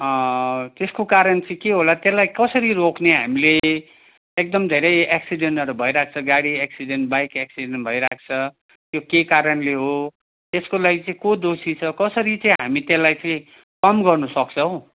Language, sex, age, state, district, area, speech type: Nepali, male, 60+, West Bengal, Kalimpong, rural, conversation